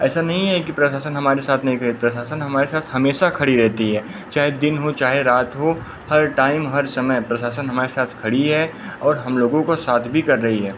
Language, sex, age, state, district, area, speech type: Hindi, male, 18-30, Uttar Pradesh, Pratapgarh, urban, spontaneous